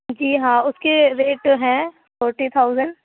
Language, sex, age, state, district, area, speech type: Urdu, female, 45-60, Uttar Pradesh, Gautam Buddha Nagar, urban, conversation